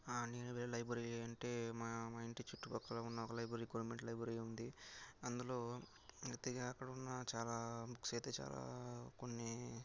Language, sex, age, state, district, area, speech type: Telugu, male, 18-30, Andhra Pradesh, Sri Balaji, rural, spontaneous